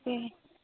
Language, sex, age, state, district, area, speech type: Assamese, female, 18-30, Assam, Golaghat, urban, conversation